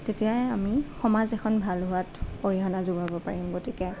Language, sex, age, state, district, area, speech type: Assamese, female, 18-30, Assam, Nalbari, rural, spontaneous